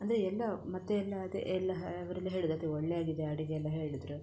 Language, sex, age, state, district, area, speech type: Kannada, female, 30-45, Karnataka, Shimoga, rural, spontaneous